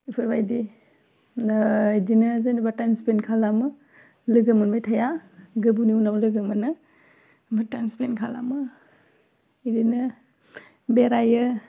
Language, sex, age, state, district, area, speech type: Bodo, female, 18-30, Assam, Udalguri, urban, spontaneous